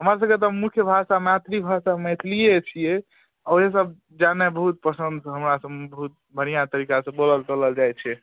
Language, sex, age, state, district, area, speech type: Maithili, male, 18-30, Bihar, Darbhanga, rural, conversation